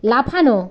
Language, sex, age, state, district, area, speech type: Bengali, female, 45-60, West Bengal, Bankura, urban, read